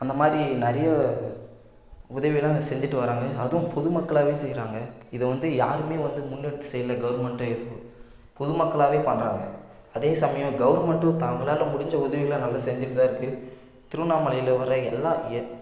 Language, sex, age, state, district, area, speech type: Tamil, male, 18-30, Tamil Nadu, Tiruvannamalai, rural, spontaneous